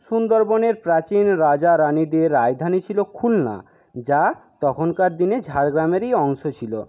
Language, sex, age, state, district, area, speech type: Bengali, male, 60+, West Bengal, Jhargram, rural, spontaneous